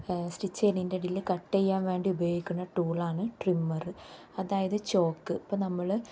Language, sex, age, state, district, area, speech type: Malayalam, female, 30-45, Kerala, Kozhikode, rural, spontaneous